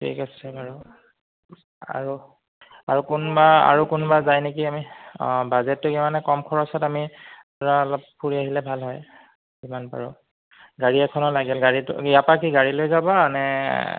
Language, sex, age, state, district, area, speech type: Assamese, male, 30-45, Assam, Goalpara, urban, conversation